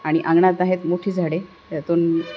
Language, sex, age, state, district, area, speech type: Marathi, female, 45-60, Maharashtra, Nanded, rural, spontaneous